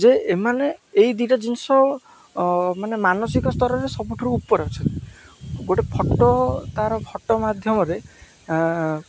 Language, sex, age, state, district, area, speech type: Odia, male, 18-30, Odisha, Jagatsinghpur, rural, spontaneous